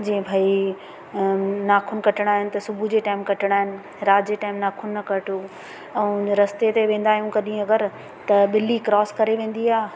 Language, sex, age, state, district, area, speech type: Sindhi, female, 45-60, Madhya Pradesh, Katni, urban, spontaneous